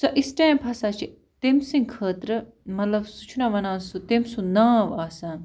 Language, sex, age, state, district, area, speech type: Kashmiri, female, 30-45, Jammu and Kashmir, Baramulla, rural, spontaneous